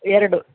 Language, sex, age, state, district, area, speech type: Kannada, female, 60+, Karnataka, Udupi, rural, conversation